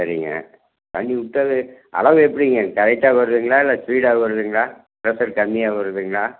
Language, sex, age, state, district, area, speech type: Tamil, male, 60+, Tamil Nadu, Tiruppur, rural, conversation